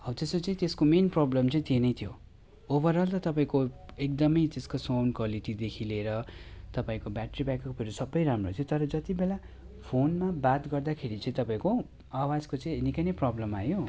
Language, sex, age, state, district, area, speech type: Nepali, male, 30-45, West Bengal, Kalimpong, rural, spontaneous